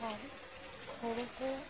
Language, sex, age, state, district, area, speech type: Santali, female, 30-45, West Bengal, Birbhum, rural, spontaneous